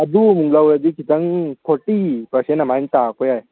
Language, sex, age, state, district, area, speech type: Manipuri, male, 18-30, Manipur, Kangpokpi, urban, conversation